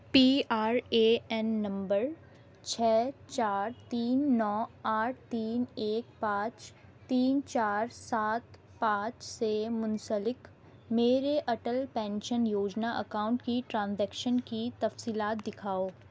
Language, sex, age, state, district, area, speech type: Urdu, female, 18-30, Delhi, East Delhi, urban, read